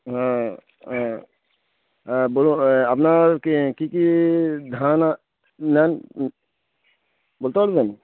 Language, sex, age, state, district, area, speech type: Bengali, male, 30-45, West Bengal, Darjeeling, rural, conversation